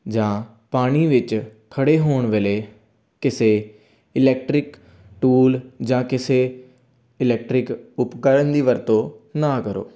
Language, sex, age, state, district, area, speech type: Punjabi, male, 18-30, Punjab, Amritsar, urban, spontaneous